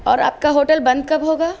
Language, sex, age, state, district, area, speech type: Urdu, female, 18-30, Telangana, Hyderabad, urban, spontaneous